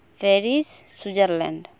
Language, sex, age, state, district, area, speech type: Santali, female, 18-30, West Bengal, Purulia, rural, spontaneous